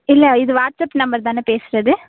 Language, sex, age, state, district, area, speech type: Tamil, female, 18-30, Tamil Nadu, Mayiladuthurai, urban, conversation